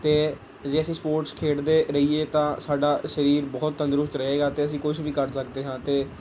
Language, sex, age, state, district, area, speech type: Punjabi, male, 18-30, Punjab, Gurdaspur, urban, spontaneous